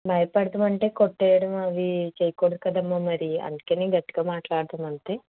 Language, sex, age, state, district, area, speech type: Telugu, female, 18-30, Andhra Pradesh, Eluru, rural, conversation